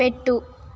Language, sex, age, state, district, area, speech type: Telugu, female, 18-30, Telangana, Mahbubnagar, rural, read